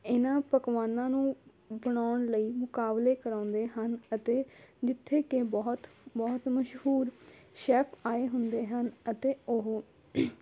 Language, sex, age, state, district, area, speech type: Punjabi, female, 18-30, Punjab, Fatehgarh Sahib, rural, spontaneous